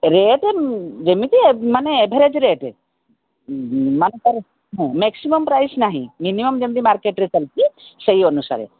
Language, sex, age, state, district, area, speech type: Odia, female, 45-60, Odisha, Koraput, urban, conversation